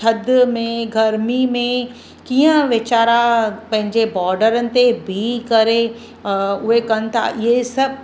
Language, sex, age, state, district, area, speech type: Sindhi, female, 45-60, Maharashtra, Mumbai City, urban, spontaneous